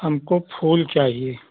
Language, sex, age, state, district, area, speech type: Hindi, male, 60+, Uttar Pradesh, Chandauli, rural, conversation